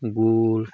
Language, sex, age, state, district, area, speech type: Marathi, male, 30-45, Maharashtra, Hingoli, urban, spontaneous